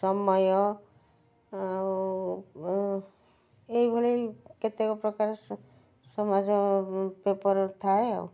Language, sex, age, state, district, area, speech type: Odia, female, 45-60, Odisha, Cuttack, urban, spontaneous